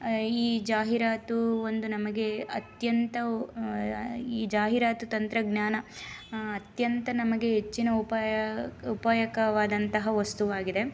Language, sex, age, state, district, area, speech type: Kannada, female, 30-45, Karnataka, Shimoga, rural, spontaneous